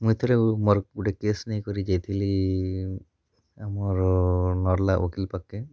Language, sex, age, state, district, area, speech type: Odia, male, 18-30, Odisha, Kalahandi, rural, spontaneous